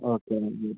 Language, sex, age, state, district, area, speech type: Malayalam, male, 18-30, Kerala, Kasaragod, rural, conversation